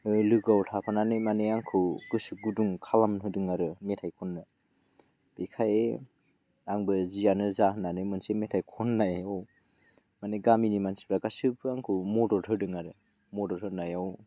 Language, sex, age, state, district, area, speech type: Bodo, male, 18-30, Assam, Udalguri, rural, spontaneous